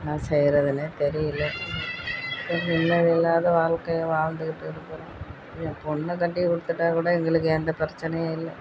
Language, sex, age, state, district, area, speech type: Tamil, female, 45-60, Tamil Nadu, Thanjavur, rural, spontaneous